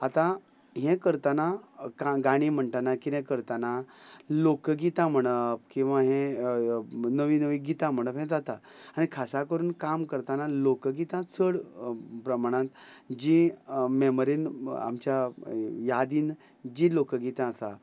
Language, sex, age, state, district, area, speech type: Goan Konkani, male, 45-60, Goa, Ponda, rural, spontaneous